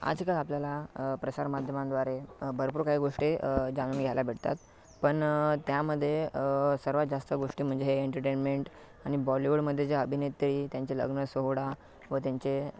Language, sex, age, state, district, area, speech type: Marathi, male, 18-30, Maharashtra, Thane, urban, spontaneous